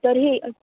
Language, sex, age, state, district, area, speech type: Sanskrit, female, 18-30, Maharashtra, Wardha, urban, conversation